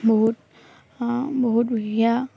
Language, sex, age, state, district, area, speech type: Assamese, female, 18-30, Assam, Udalguri, rural, spontaneous